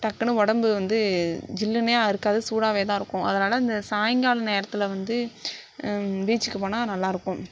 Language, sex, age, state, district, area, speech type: Tamil, female, 60+, Tamil Nadu, Sivaganga, rural, spontaneous